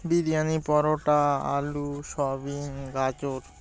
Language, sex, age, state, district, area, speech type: Bengali, male, 18-30, West Bengal, Birbhum, urban, spontaneous